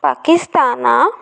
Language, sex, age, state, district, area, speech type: Kannada, female, 30-45, Karnataka, Shimoga, rural, spontaneous